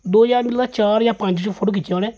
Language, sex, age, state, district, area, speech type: Dogri, male, 30-45, Jammu and Kashmir, Jammu, urban, spontaneous